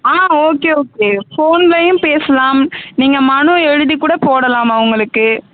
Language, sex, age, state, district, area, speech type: Tamil, female, 18-30, Tamil Nadu, Dharmapuri, urban, conversation